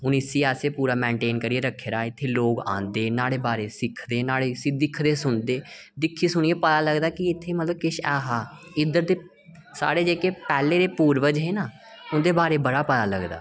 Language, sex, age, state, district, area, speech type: Dogri, male, 18-30, Jammu and Kashmir, Reasi, rural, spontaneous